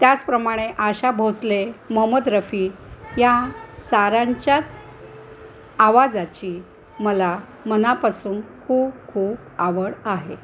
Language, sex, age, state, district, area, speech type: Marathi, female, 60+, Maharashtra, Nanded, urban, spontaneous